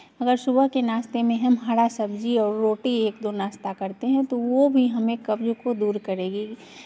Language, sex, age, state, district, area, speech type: Hindi, female, 45-60, Bihar, Begusarai, rural, spontaneous